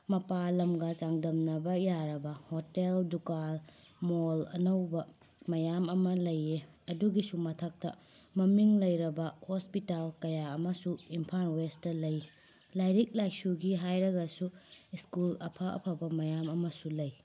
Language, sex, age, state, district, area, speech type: Manipuri, female, 45-60, Manipur, Imphal West, urban, spontaneous